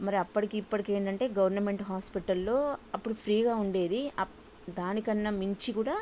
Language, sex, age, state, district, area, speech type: Telugu, female, 45-60, Telangana, Sangareddy, urban, spontaneous